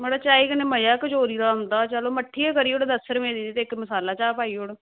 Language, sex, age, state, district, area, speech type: Dogri, female, 18-30, Jammu and Kashmir, Samba, rural, conversation